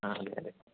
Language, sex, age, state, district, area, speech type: Malayalam, male, 18-30, Kerala, Kozhikode, rural, conversation